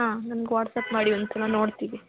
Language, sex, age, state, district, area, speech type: Kannada, female, 18-30, Karnataka, Hassan, rural, conversation